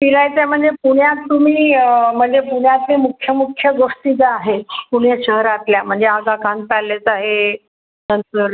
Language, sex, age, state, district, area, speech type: Marathi, female, 60+, Maharashtra, Pune, urban, conversation